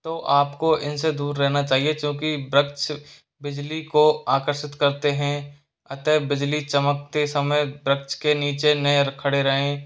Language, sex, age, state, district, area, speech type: Hindi, male, 30-45, Rajasthan, Jaipur, urban, spontaneous